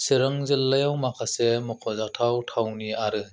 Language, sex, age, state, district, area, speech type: Bodo, male, 30-45, Assam, Chirang, rural, spontaneous